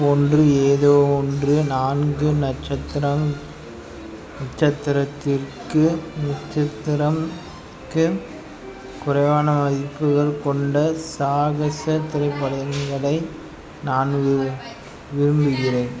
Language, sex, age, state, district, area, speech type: Tamil, male, 18-30, Tamil Nadu, Madurai, urban, read